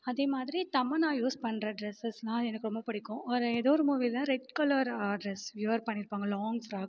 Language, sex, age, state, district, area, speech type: Tamil, female, 18-30, Tamil Nadu, Mayiladuthurai, rural, spontaneous